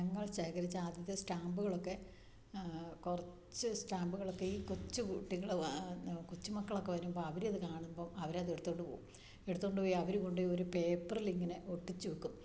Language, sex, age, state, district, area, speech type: Malayalam, female, 60+, Kerala, Idukki, rural, spontaneous